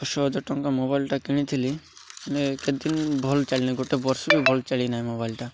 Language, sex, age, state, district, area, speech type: Odia, male, 18-30, Odisha, Malkangiri, urban, spontaneous